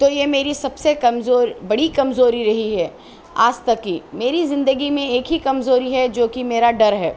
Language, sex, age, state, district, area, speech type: Urdu, female, 18-30, Telangana, Hyderabad, urban, spontaneous